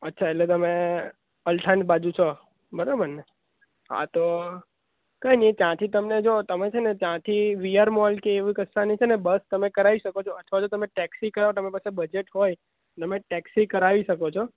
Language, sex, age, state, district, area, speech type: Gujarati, male, 18-30, Gujarat, Surat, urban, conversation